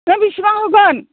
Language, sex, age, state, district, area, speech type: Bodo, female, 60+, Assam, Chirang, rural, conversation